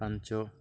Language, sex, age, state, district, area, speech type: Odia, male, 18-30, Odisha, Nuapada, urban, read